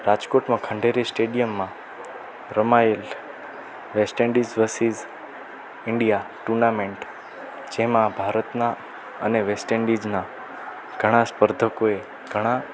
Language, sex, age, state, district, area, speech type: Gujarati, male, 18-30, Gujarat, Rajkot, rural, spontaneous